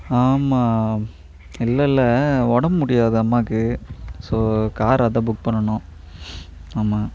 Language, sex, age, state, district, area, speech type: Tamil, male, 18-30, Tamil Nadu, Tiruvannamalai, urban, spontaneous